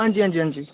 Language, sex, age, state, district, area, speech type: Dogri, male, 18-30, Jammu and Kashmir, Reasi, rural, conversation